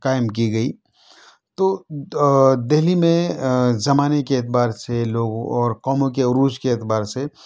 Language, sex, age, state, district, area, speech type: Urdu, male, 30-45, Delhi, South Delhi, urban, spontaneous